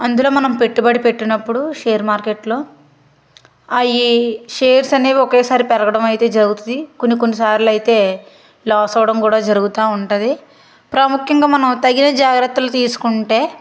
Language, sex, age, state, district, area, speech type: Telugu, female, 30-45, Andhra Pradesh, Guntur, rural, spontaneous